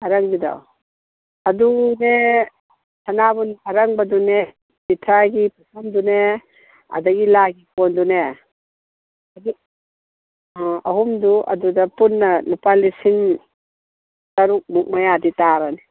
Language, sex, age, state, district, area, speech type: Manipuri, female, 60+, Manipur, Imphal East, rural, conversation